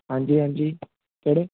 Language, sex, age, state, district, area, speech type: Punjabi, male, 18-30, Punjab, Gurdaspur, urban, conversation